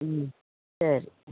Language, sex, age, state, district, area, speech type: Tamil, female, 60+, Tamil Nadu, Perambalur, rural, conversation